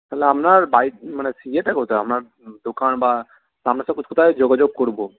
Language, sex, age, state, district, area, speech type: Bengali, male, 30-45, West Bengal, Purulia, urban, conversation